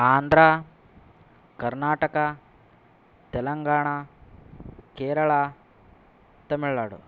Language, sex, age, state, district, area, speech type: Sanskrit, male, 18-30, Karnataka, Yadgir, urban, spontaneous